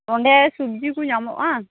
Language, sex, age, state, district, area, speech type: Santali, female, 18-30, West Bengal, Malda, rural, conversation